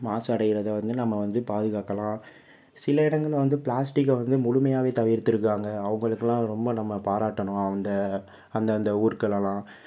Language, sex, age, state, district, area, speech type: Tamil, male, 30-45, Tamil Nadu, Pudukkottai, rural, spontaneous